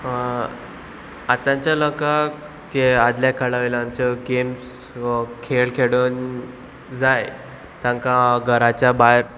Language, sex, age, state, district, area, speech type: Goan Konkani, male, 18-30, Goa, Murmgao, rural, spontaneous